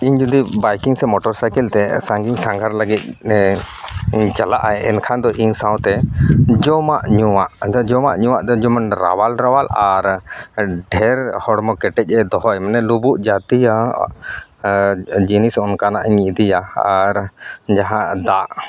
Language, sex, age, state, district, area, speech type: Santali, male, 30-45, Jharkhand, East Singhbhum, rural, spontaneous